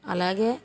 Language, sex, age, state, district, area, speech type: Telugu, female, 45-60, Telangana, Mancherial, urban, spontaneous